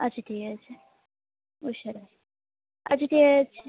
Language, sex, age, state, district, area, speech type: Bengali, female, 18-30, West Bengal, Hooghly, urban, conversation